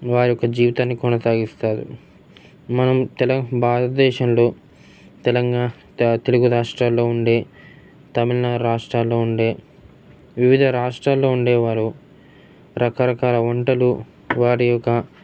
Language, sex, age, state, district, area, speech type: Telugu, male, 18-30, Andhra Pradesh, Nellore, rural, spontaneous